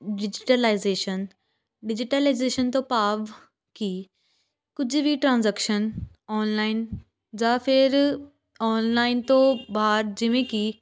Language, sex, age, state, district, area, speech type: Punjabi, female, 18-30, Punjab, Patiala, urban, spontaneous